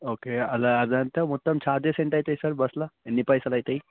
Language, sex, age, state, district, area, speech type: Telugu, male, 18-30, Telangana, Vikarabad, urban, conversation